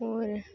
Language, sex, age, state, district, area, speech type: Dogri, female, 18-30, Jammu and Kashmir, Reasi, rural, spontaneous